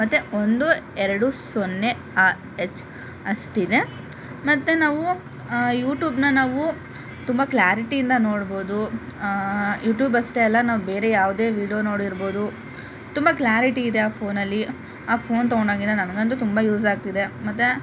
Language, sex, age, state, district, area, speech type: Kannada, female, 18-30, Karnataka, Chitradurga, rural, spontaneous